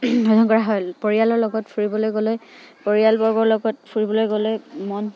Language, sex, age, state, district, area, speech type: Assamese, female, 45-60, Assam, Dibrugarh, rural, spontaneous